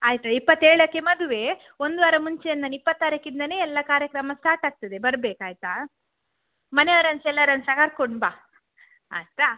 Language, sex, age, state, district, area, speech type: Kannada, female, 18-30, Karnataka, Udupi, rural, conversation